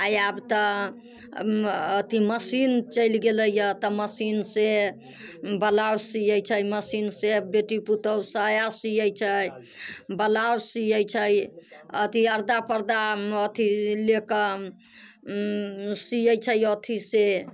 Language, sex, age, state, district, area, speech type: Maithili, female, 60+, Bihar, Muzaffarpur, rural, spontaneous